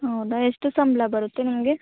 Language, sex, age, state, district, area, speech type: Kannada, female, 18-30, Karnataka, Chikkaballapur, rural, conversation